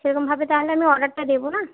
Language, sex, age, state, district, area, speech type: Bengali, female, 30-45, West Bengal, Jhargram, rural, conversation